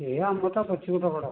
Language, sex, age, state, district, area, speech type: Odia, male, 60+, Odisha, Jajpur, rural, conversation